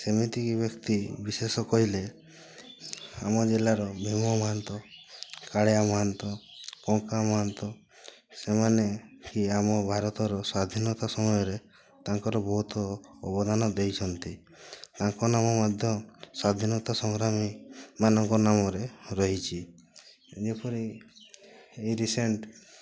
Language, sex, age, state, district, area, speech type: Odia, male, 18-30, Odisha, Mayurbhanj, rural, spontaneous